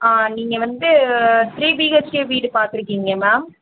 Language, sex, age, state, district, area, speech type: Tamil, female, 30-45, Tamil Nadu, Chennai, urban, conversation